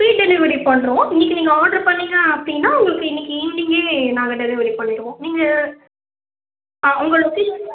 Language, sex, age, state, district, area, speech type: Tamil, female, 18-30, Tamil Nadu, Tiruvarur, urban, conversation